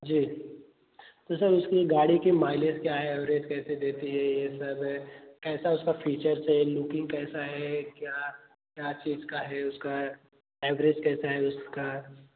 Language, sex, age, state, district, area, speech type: Hindi, male, 18-30, Uttar Pradesh, Jaunpur, rural, conversation